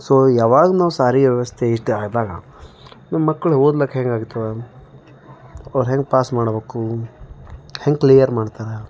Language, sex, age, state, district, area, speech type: Kannada, male, 30-45, Karnataka, Bidar, urban, spontaneous